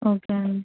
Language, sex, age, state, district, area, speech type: Telugu, female, 18-30, Andhra Pradesh, Eluru, urban, conversation